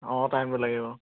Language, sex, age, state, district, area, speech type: Assamese, male, 18-30, Assam, Dibrugarh, urban, conversation